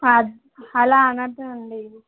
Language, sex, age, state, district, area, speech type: Telugu, female, 18-30, Telangana, Medchal, urban, conversation